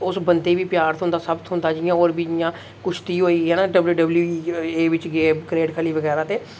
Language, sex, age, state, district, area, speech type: Dogri, male, 18-30, Jammu and Kashmir, Reasi, rural, spontaneous